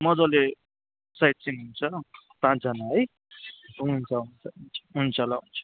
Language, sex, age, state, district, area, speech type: Nepali, male, 30-45, West Bengal, Darjeeling, rural, conversation